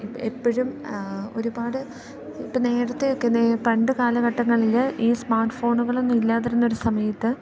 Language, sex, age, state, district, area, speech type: Malayalam, female, 18-30, Kerala, Idukki, rural, spontaneous